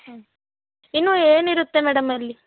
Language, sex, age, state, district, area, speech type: Kannada, female, 18-30, Karnataka, Bellary, urban, conversation